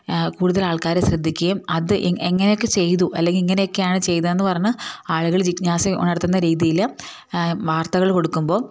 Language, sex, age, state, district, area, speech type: Malayalam, female, 30-45, Kerala, Idukki, rural, spontaneous